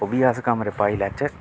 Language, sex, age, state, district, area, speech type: Dogri, male, 18-30, Jammu and Kashmir, Reasi, rural, spontaneous